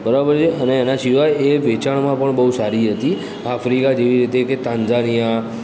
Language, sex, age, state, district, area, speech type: Gujarati, male, 60+, Gujarat, Aravalli, urban, spontaneous